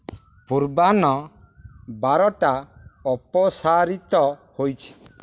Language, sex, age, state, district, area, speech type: Odia, male, 45-60, Odisha, Dhenkanal, rural, read